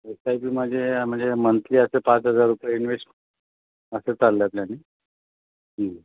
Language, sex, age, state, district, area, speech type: Marathi, male, 45-60, Maharashtra, Thane, rural, conversation